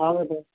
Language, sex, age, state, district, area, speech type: Kannada, female, 45-60, Karnataka, Gulbarga, urban, conversation